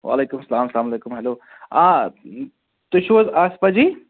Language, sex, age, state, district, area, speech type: Kashmiri, male, 30-45, Jammu and Kashmir, Anantnag, rural, conversation